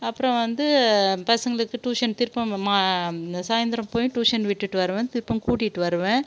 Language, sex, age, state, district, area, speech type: Tamil, female, 45-60, Tamil Nadu, Krishnagiri, rural, spontaneous